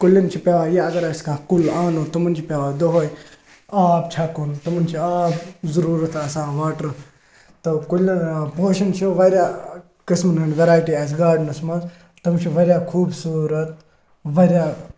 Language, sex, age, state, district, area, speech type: Kashmiri, male, 18-30, Jammu and Kashmir, Kupwara, rural, spontaneous